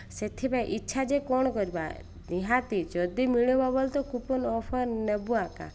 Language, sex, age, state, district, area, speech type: Odia, female, 30-45, Odisha, Koraput, urban, spontaneous